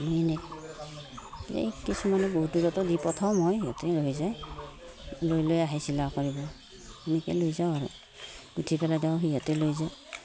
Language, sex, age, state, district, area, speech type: Assamese, female, 45-60, Assam, Udalguri, rural, spontaneous